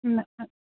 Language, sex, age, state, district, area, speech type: Sindhi, female, 30-45, Rajasthan, Ajmer, urban, conversation